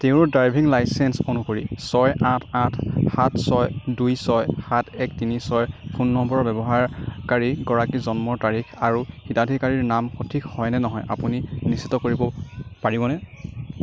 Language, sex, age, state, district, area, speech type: Assamese, male, 18-30, Assam, Kamrup Metropolitan, urban, read